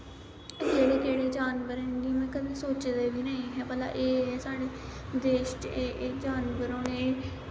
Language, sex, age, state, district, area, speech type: Dogri, female, 18-30, Jammu and Kashmir, Samba, rural, spontaneous